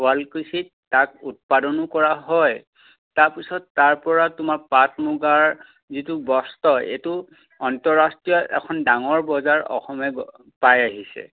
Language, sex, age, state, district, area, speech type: Assamese, male, 45-60, Assam, Dhemaji, rural, conversation